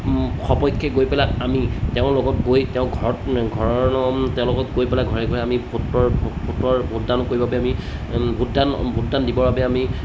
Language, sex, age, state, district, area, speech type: Assamese, male, 30-45, Assam, Jorhat, urban, spontaneous